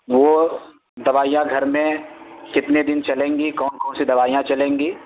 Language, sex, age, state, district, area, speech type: Urdu, male, 18-30, Bihar, Purnia, rural, conversation